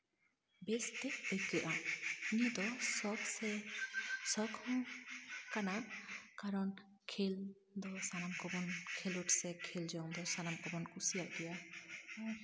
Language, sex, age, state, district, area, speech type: Santali, female, 18-30, West Bengal, Jhargram, rural, spontaneous